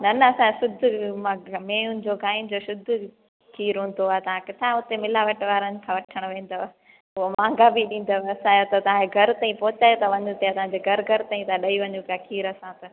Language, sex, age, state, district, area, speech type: Sindhi, female, 18-30, Gujarat, Junagadh, rural, conversation